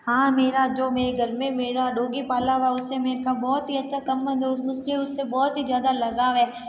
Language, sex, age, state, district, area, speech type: Hindi, female, 45-60, Rajasthan, Jodhpur, urban, spontaneous